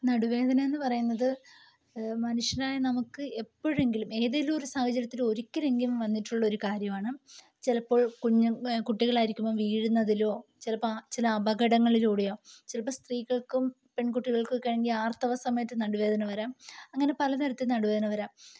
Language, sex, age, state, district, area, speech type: Malayalam, female, 18-30, Kerala, Kottayam, rural, spontaneous